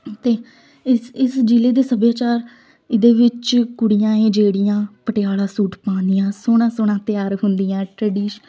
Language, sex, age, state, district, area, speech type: Punjabi, female, 18-30, Punjab, Shaheed Bhagat Singh Nagar, rural, spontaneous